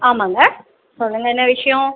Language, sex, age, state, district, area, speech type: Tamil, female, 30-45, Tamil Nadu, Cuddalore, urban, conversation